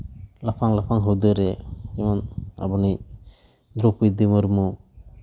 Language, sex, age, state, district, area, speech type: Santali, male, 30-45, West Bengal, Jhargram, rural, spontaneous